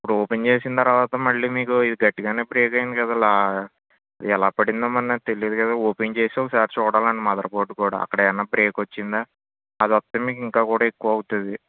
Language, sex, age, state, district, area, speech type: Telugu, male, 18-30, Andhra Pradesh, N T Rama Rao, urban, conversation